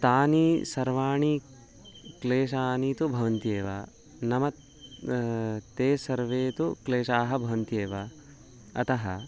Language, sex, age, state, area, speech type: Sanskrit, male, 18-30, Uttarakhand, urban, spontaneous